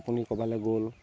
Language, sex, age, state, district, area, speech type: Assamese, male, 18-30, Assam, Sivasagar, rural, spontaneous